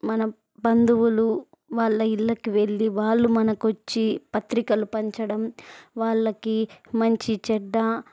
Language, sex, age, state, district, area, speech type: Telugu, female, 18-30, Andhra Pradesh, Chittoor, rural, spontaneous